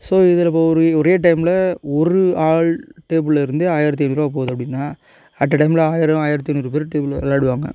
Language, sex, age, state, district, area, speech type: Tamil, male, 18-30, Tamil Nadu, Tiruchirappalli, rural, spontaneous